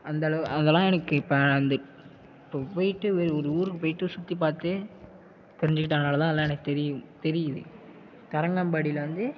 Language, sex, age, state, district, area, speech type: Tamil, male, 30-45, Tamil Nadu, Tiruvarur, rural, spontaneous